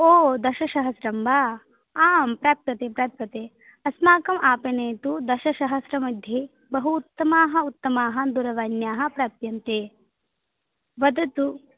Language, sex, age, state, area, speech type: Sanskrit, female, 18-30, Assam, rural, conversation